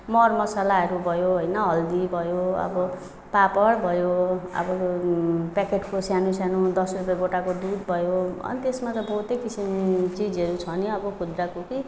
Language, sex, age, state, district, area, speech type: Nepali, female, 30-45, West Bengal, Alipurduar, urban, spontaneous